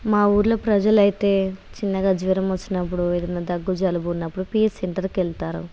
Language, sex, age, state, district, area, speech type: Telugu, female, 30-45, Telangana, Hanamkonda, rural, spontaneous